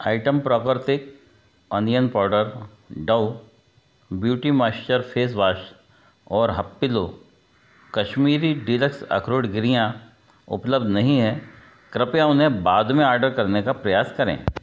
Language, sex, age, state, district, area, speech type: Hindi, male, 60+, Madhya Pradesh, Betul, urban, read